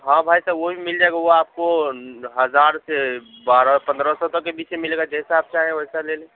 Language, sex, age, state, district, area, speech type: Urdu, male, 30-45, Uttar Pradesh, Gautam Buddha Nagar, urban, conversation